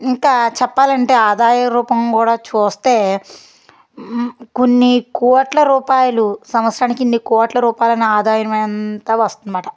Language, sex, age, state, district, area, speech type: Telugu, female, 30-45, Andhra Pradesh, Guntur, rural, spontaneous